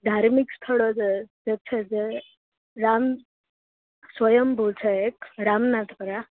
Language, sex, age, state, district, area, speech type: Gujarati, female, 18-30, Gujarat, Rajkot, urban, conversation